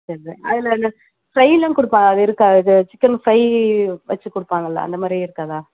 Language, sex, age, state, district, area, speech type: Tamil, female, 30-45, Tamil Nadu, Nagapattinam, rural, conversation